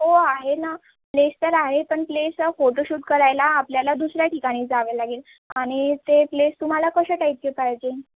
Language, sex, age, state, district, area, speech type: Marathi, female, 18-30, Maharashtra, Nagpur, urban, conversation